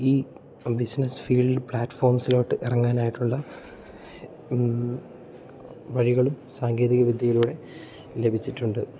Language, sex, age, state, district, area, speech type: Malayalam, male, 18-30, Kerala, Idukki, rural, spontaneous